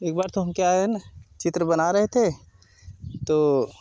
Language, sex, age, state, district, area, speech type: Hindi, male, 30-45, Uttar Pradesh, Jaunpur, rural, spontaneous